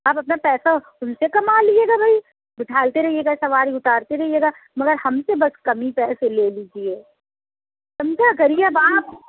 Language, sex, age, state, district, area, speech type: Urdu, female, 45-60, Uttar Pradesh, Lucknow, rural, conversation